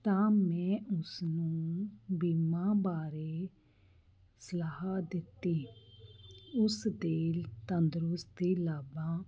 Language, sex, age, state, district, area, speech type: Punjabi, female, 30-45, Punjab, Fazilka, rural, spontaneous